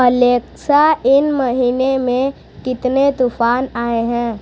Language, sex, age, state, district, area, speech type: Hindi, male, 30-45, Uttar Pradesh, Sonbhadra, rural, read